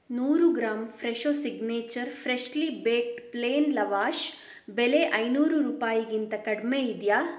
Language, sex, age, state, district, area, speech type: Kannada, female, 18-30, Karnataka, Shimoga, rural, read